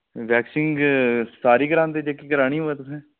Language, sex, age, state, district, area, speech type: Dogri, male, 30-45, Jammu and Kashmir, Udhampur, rural, conversation